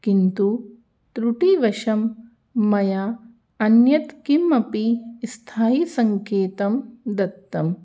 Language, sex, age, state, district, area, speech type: Sanskrit, other, 30-45, Rajasthan, Jaipur, urban, spontaneous